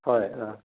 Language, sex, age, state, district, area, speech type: Assamese, male, 60+, Assam, Charaideo, urban, conversation